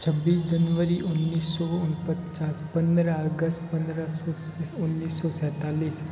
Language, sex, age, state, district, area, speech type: Hindi, male, 45-60, Rajasthan, Jodhpur, urban, spontaneous